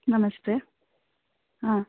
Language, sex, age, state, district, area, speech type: Kannada, female, 18-30, Karnataka, Davanagere, rural, conversation